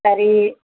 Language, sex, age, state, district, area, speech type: Tamil, female, 45-60, Tamil Nadu, Kallakurichi, rural, conversation